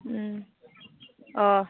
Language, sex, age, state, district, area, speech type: Bodo, female, 30-45, Assam, Udalguri, urban, conversation